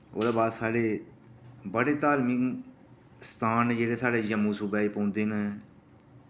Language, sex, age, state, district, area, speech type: Dogri, male, 30-45, Jammu and Kashmir, Reasi, rural, spontaneous